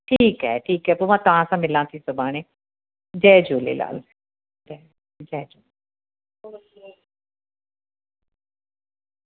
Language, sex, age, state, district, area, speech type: Sindhi, female, 45-60, Uttar Pradesh, Lucknow, rural, conversation